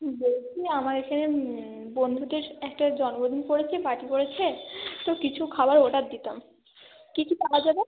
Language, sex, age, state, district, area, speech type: Bengali, female, 30-45, West Bengal, Hooghly, urban, conversation